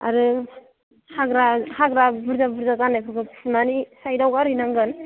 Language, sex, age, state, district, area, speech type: Bodo, female, 18-30, Assam, Udalguri, urban, conversation